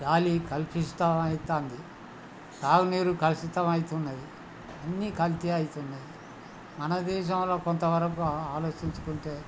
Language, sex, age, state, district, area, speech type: Telugu, male, 60+, Telangana, Hanamkonda, rural, spontaneous